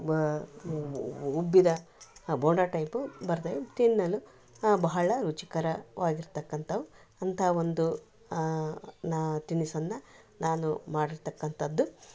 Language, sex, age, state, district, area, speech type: Kannada, female, 60+, Karnataka, Koppal, rural, spontaneous